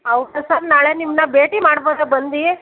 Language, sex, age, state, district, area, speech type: Kannada, female, 30-45, Karnataka, Mysore, rural, conversation